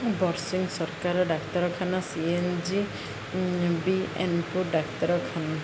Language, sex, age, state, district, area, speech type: Odia, female, 30-45, Odisha, Ganjam, urban, spontaneous